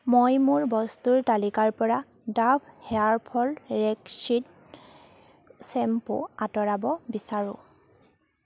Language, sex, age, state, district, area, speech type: Assamese, female, 30-45, Assam, Sivasagar, rural, read